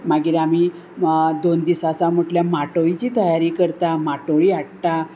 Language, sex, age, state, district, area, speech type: Goan Konkani, female, 45-60, Goa, Murmgao, rural, spontaneous